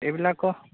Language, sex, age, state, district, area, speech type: Assamese, male, 18-30, Assam, Golaghat, rural, conversation